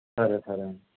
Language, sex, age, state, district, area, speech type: Telugu, male, 18-30, Telangana, Peddapalli, urban, conversation